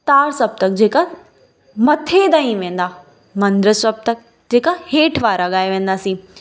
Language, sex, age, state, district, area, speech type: Sindhi, female, 18-30, Gujarat, Kutch, urban, spontaneous